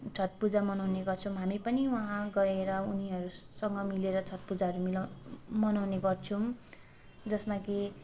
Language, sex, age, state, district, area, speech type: Nepali, female, 18-30, West Bengal, Darjeeling, rural, spontaneous